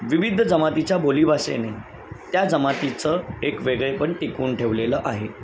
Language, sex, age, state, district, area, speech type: Marathi, male, 30-45, Maharashtra, Palghar, urban, spontaneous